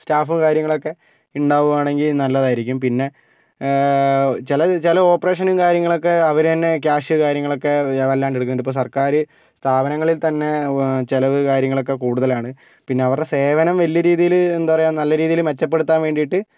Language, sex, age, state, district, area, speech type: Malayalam, male, 18-30, Kerala, Kozhikode, urban, spontaneous